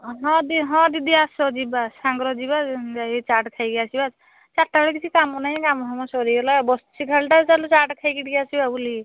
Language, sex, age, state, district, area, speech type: Odia, female, 18-30, Odisha, Balasore, rural, conversation